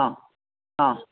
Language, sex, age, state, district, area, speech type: Sanskrit, male, 45-60, Karnataka, Bangalore Urban, urban, conversation